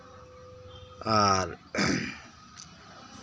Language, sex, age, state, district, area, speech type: Santali, male, 45-60, West Bengal, Birbhum, rural, spontaneous